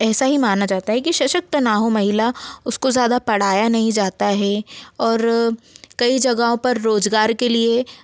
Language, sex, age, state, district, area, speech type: Hindi, female, 60+, Madhya Pradesh, Bhopal, urban, spontaneous